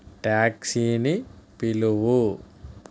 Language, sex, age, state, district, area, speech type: Telugu, male, 60+, Andhra Pradesh, East Godavari, urban, read